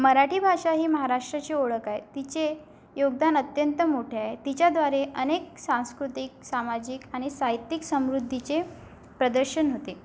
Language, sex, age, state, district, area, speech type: Marathi, female, 18-30, Maharashtra, Amravati, rural, spontaneous